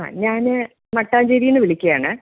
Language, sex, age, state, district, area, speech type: Malayalam, female, 45-60, Kerala, Ernakulam, rural, conversation